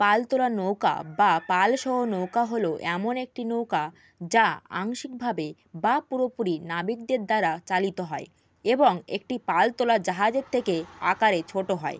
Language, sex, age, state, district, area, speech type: Bengali, female, 18-30, West Bengal, Jalpaiguri, rural, read